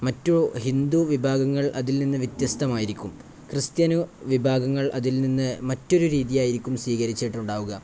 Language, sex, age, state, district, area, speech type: Malayalam, male, 18-30, Kerala, Kozhikode, rural, spontaneous